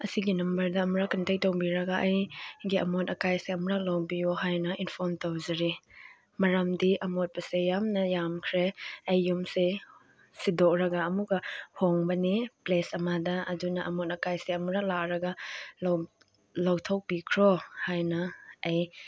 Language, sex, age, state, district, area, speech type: Manipuri, female, 18-30, Manipur, Chandel, rural, spontaneous